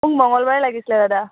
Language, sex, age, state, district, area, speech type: Assamese, female, 18-30, Assam, Kamrup Metropolitan, rural, conversation